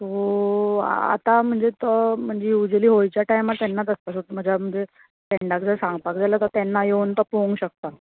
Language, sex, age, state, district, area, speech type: Goan Konkani, female, 18-30, Goa, Bardez, urban, conversation